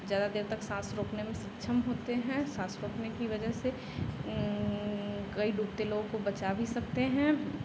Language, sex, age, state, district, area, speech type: Hindi, female, 18-30, Uttar Pradesh, Chandauli, rural, spontaneous